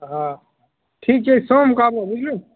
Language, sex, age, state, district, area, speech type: Maithili, male, 18-30, Bihar, Begusarai, rural, conversation